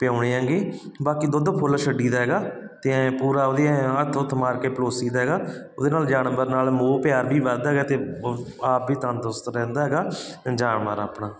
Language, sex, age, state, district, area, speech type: Punjabi, male, 45-60, Punjab, Barnala, rural, spontaneous